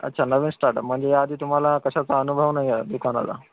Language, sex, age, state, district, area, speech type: Marathi, male, 30-45, Maharashtra, Akola, rural, conversation